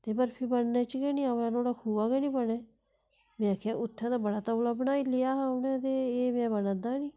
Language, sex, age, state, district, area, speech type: Dogri, female, 45-60, Jammu and Kashmir, Udhampur, rural, spontaneous